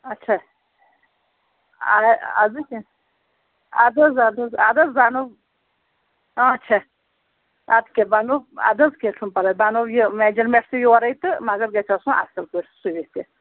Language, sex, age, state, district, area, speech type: Kashmiri, female, 60+, Jammu and Kashmir, Srinagar, urban, conversation